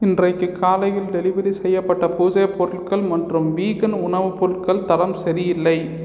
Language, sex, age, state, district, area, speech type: Tamil, male, 18-30, Tamil Nadu, Salem, urban, read